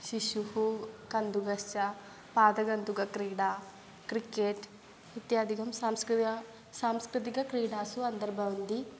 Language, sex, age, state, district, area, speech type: Sanskrit, female, 18-30, Kerala, Kannur, urban, spontaneous